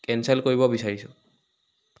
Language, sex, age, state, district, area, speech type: Assamese, male, 18-30, Assam, Sivasagar, rural, spontaneous